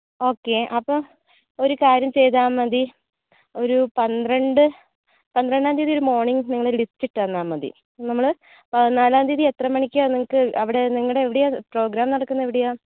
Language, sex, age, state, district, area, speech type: Malayalam, male, 30-45, Kerala, Wayanad, rural, conversation